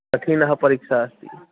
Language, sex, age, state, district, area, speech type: Sanskrit, male, 18-30, Uttar Pradesh, Pratapgarh, rural, conversation